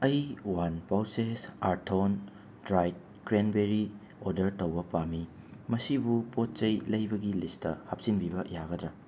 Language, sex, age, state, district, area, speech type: Manipuri, male, 30-45, Manipur, Imphal West, urban, read